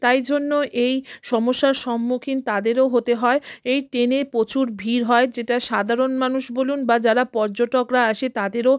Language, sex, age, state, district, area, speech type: Bengali, female, 45-60, West Bengal, South 24 Parganas, rural, spontaneous